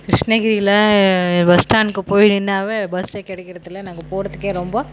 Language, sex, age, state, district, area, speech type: Tamil, female, 45-60, Tamil Nadu, Krishnagiri, rural, spontaneous